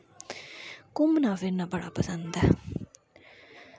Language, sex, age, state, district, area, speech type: Dogri, female, 18-30, Jammu and Kashmir, Udhampur, rural, spontaneous